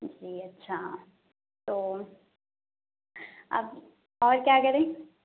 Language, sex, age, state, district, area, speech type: Urdu, female, 18-30, Telangana, Hyderabad, urban, conversation